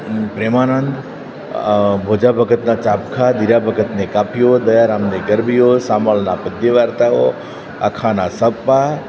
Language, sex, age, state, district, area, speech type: Gujarati, male, 45-60, Gujarat, Valsad, rural, spontaneous